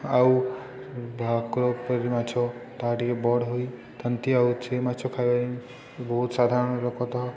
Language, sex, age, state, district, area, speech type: Odia, male, 18-30, Odisha, Subarnapur, urban, spontaneous